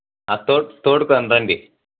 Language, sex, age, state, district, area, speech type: Telugu, male, 45-60, Andhra Pradesh, Sri Balaji, rural, conversation